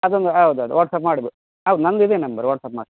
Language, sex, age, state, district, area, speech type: Kannada, male, 45-60, Karnataka, Udupi, rural, conversation